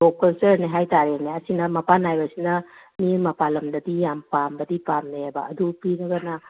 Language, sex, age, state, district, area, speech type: Manipuri, female, 45-60, Manipur, Kakching, rural, conversation